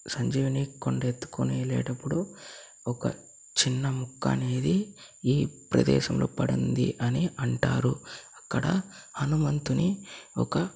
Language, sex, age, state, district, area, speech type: Telugu, male, 30-45, Andhra Pradesh, Chittoor, urban, spontaneous